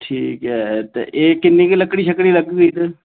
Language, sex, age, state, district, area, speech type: Dogri, male, 30-45, Jammu and Kashmir, Reasi, urban, conversation